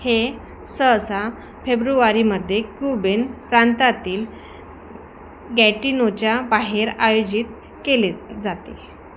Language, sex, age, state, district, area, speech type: Marathi, female, 30-45, Maharashtra, Thane, urban, read